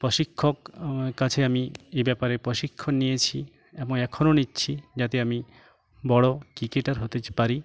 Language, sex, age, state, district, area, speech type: Bengali, male, 45-60, West Bengal, Jhargram, rural, spontaneous